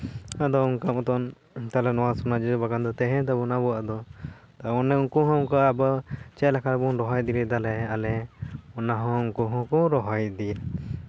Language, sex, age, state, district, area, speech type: Santali, male, 18-30, West Bengal, Purba Bardhaman, rural, spontaneous